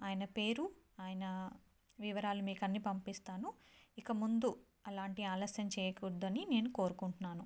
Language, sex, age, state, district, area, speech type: Telugu, female, 18-30, Telangana, Karimnagar, rural, spontaneous